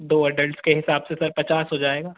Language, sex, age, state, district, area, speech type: Hindi, male, 18-30, Madhya Pradesh, Jabalpur, urban, conversation